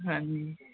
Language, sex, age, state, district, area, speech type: Punjabi, female, 45-60, Punjab, Gurdaspur, rural, conversation